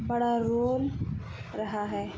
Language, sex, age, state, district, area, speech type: Urdu, female, 45-60, Bihar, Khagaria, rural, spontaneous